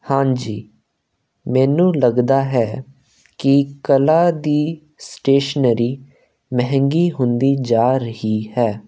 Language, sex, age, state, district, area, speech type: Punjabi, male, 18-30, Punjab, Kapurthala, urban, spontaneous